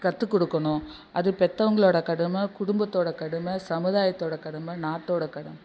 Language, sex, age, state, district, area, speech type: Tamil, female, 60+, Tamil Nadu, Nagapattinam, rural, spontaneous